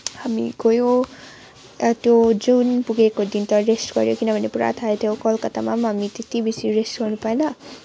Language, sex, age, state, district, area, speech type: Nepali, female, 18-30, West Bengal, Kalimpong, rural, spontaneous